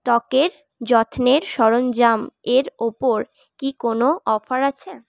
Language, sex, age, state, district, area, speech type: Bengali, female, 18-30, West Bengal, Paschim Bardhaman, urban, read